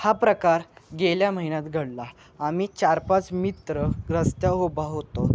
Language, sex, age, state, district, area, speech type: Marathi, male, 18-30, Maharashtra, Kolhapur, urban, spontaneous